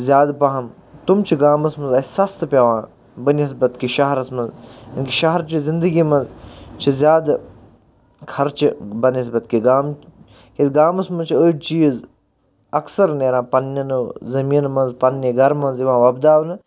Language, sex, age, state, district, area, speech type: Kashmiri, male, 30-45, Jammu and Kashmir, Baramulla, rural, spontaneous